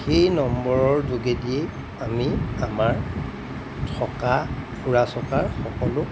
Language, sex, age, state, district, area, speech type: Assamese, male, 45-60, Assam, Golaghat, urban, spontaneous